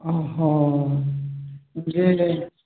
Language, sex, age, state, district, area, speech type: Odia, male, 45-60, Odisha, Nayagarh, rural, conversation